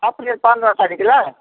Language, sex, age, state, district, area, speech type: Nepali, female, 60+, West Bengal, Jalpaiguri, rural, conversation